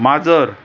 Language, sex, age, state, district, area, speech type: Goan Konkani, male, 45-60, Goa, Bardez, urban, read